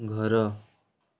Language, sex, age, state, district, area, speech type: Odia, male, 18-30, Odisha, Kendujhar, urban, read